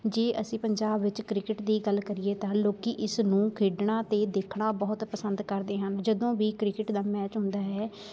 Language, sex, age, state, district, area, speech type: Punjabi, female, 18-30, Punjab, Shaheed Bhagat Singh Nagar, urban, spontaneous